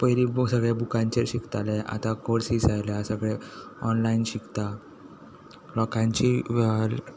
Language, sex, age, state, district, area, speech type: Goan Konkani, male, 18-30, Goa, Tiswadi, rural, spontaneous